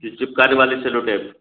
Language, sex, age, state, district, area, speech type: Hindi, male, 45-60, Madhya Pradesh, Gwalior, rural, conversation